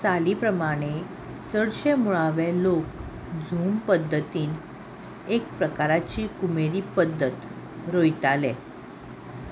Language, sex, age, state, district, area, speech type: Goan Konkani, female, 18-30, Goa, Salcete, urban, read